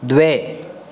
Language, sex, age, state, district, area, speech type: Sanskrit, male, 18-30, Karnataka, Uttara Kannada, rural, read